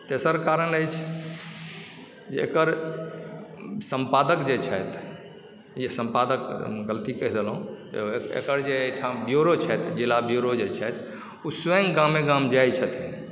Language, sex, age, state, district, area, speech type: Maithili, male, 45-60, Bihar, Supaul, urban, spontaneous